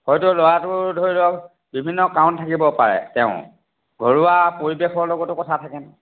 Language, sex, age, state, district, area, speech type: Assamese, male, 60+, Assam, Charaideo, urban, conversation